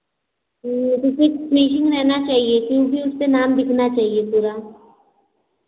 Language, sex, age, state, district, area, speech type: Hindi, female, 18-30, Uttar Pradesh, Azamgarh, urban, conversation